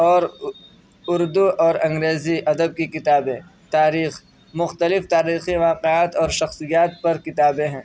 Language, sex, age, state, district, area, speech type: Urdu, male, 18-30, Uttar Pradesh, Saharanpur, urban, spontaneous